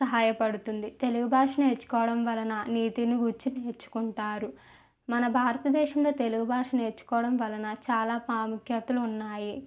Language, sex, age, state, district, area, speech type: Telugu, female, 18-30, Andhra Pradesh, East Godavari, rural, spontaneous